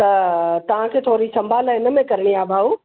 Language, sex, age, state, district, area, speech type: Sindhi, female, 60+, Maharashtra, Mumbai Suburban, urban, conversation